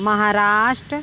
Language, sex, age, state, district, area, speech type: Hindi, female, 45-60, Uttar Pradesh, Mirzapur, rural, spontaneous